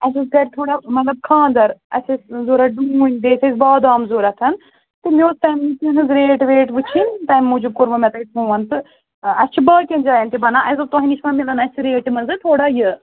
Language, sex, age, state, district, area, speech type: Kashmiri, female, 30-45, Jammu and Kashmir, Srinagar, urban, conversation